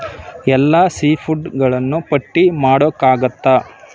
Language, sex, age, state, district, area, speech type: Kannada, male, 30-45, Karnataka, Chamarajanagar, rural, read